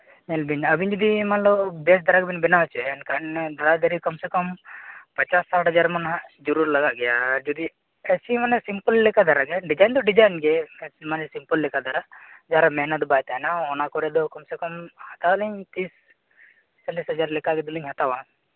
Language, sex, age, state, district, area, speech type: Santali, male, 18-30, Jharkhand, East Singhbhum, rural, conversation